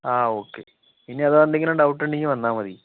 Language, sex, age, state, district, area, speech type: Malayalam, male, 45-60, Kerala, Palakkad, rural, conversation